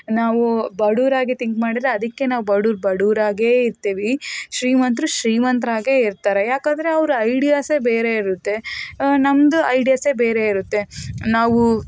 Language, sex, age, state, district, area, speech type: Kannada, female, 30-45, Karnataka, Davanagere, rural, spontaneous